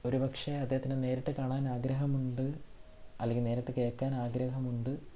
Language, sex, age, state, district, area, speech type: Malayalam, male, 18-30, Kerala, Thiruvananthapuram, rural, spontaneous